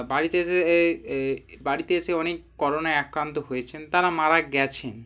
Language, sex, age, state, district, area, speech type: Bengali, male, 18-30, West Bengal, Hooghly, urban, spontaneous